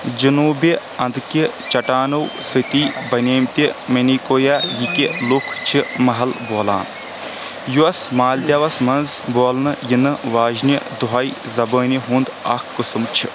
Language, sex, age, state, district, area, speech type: Kashmiri, male, 18-30, Jammu and Kashmir, Kulgam, rural, read